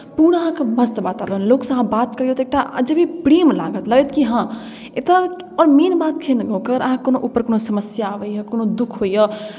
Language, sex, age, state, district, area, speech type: Maithili, female, 18-30, Bihar, Darbhanga, rural, spontaneous